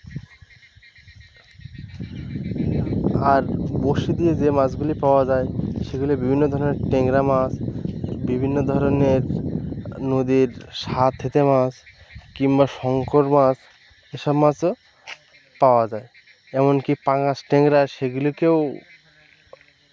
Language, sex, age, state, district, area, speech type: Bengali, male, 18-30, West Bengal, Birbhum, urban, spontaneous